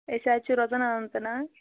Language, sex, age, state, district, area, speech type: Kashmiri, female, 30-45, Jammu and Kashmir, Anantnag, rural, conversation